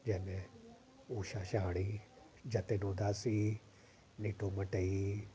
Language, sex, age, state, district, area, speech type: Sindhi, male, 45-60, Delhi, South Delhi, urban, spontaneous